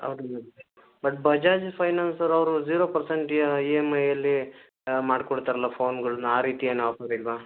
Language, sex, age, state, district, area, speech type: Kannada, male, 30-45, Karnataka, Chikkamagaluru, urban, conversation